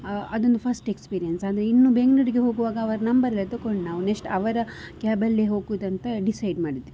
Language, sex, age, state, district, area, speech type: Kannada, female, 18-30, Karnataka, Tumkur, rural, spontaneous